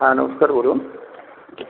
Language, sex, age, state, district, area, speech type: Bengali, male, 60+, West Bengal, Paschim Medinipur, rural, conversation